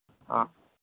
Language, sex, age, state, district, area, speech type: Manipuri, male, 18-30, Manipur, Kangpokpi, urban, conversation